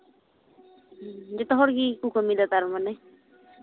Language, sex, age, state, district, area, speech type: Santali, female, 18-30, West Bengal, Uttar Dinajpur, rural, conversation